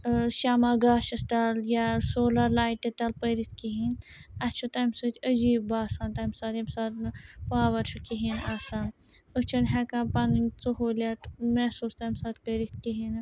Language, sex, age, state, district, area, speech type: Kashmiri, female, 30-45, Jammu and Kashmir, Srinagar, urban, spontaneous